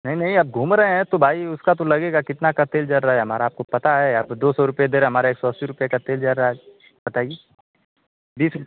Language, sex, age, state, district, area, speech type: Hindi, male, 18-30, Uttar Pradesh, Azamgarh, rural, conversation